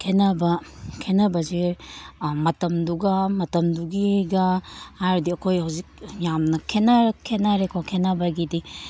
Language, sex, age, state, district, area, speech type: Manipuri, female, 30-45, Manipur, Imphal East, urban, spontaneous